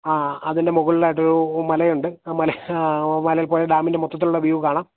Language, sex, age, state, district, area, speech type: Malayalam, male, 30-45, Kerala, Idukki, rural, conversation